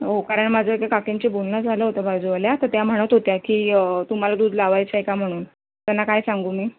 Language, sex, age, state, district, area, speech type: Marathi, female, 45-60, Maharashtra, Thane, rural, conversation